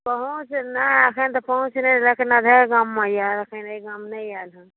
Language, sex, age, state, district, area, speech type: Maithili, female, 60+, Bihar, Saharsa, rural, conversation